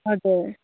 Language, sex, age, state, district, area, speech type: Nepali, female, 30-45, West Bengal, Kalimpong, rural, conversation